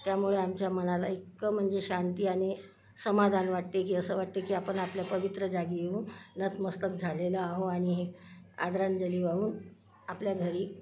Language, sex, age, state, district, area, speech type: Marathi, female, 60+, Maharashtra, Nagpur, urban, spontaneous